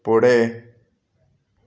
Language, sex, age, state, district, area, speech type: Marathi, male, 45-60, Maharashtra, Raigad, rural, read